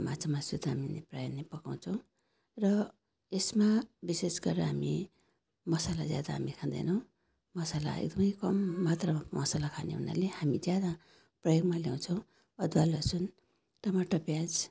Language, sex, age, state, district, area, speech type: Nepali, female, 60+, West Bengal, Darjeeling, rural, spontaneous